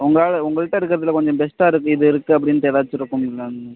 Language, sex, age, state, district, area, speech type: Tamil, male, 18-30, Tamil Nadu, Perambalur, rural, conversation